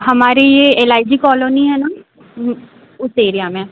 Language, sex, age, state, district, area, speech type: Hindi, female, 30-45, Madhya Pradesh, Harda, urban, conversation